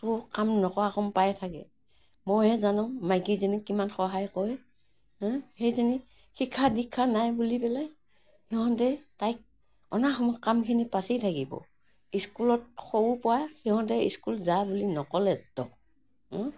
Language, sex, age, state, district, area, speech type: Assamese, female, 60+, Assam, Morigaon, rural, spontaneous